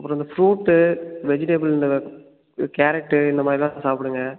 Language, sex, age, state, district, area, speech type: Tamil, male, 18-30, Tamil Nadu, Tiruppur, rural, conversation